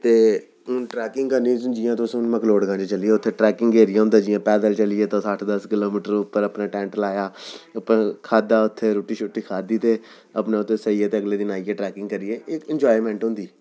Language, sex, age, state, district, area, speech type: Dogri, male, 30-45, Jammu and Kashmir, Jammu, urban, spontaneous